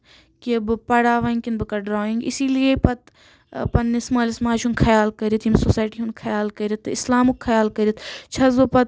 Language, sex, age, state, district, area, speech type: Kashmiri, female, 18-30, Jammu and Kashmir, Anantnag, rural, spontaneous